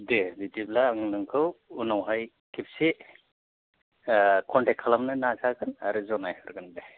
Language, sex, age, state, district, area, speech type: Bodo, male, 30-45, Assam, Chirang, urban, conversation